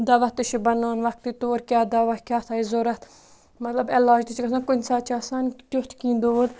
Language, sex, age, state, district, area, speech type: Kashmiri, female, 18-30, Jammu and Kashmir, Kupwara, rural, spontaneous